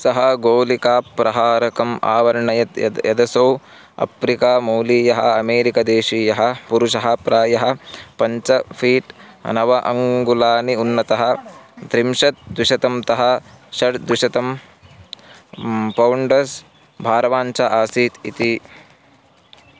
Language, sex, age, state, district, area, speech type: Sanskrit, male, 18-30, Karnataka, Chikkamagaluru, rural, read